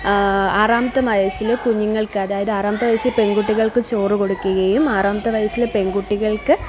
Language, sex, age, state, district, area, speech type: Malayalam, female, 18-30, Kerala, Kollam, rural, spontaneous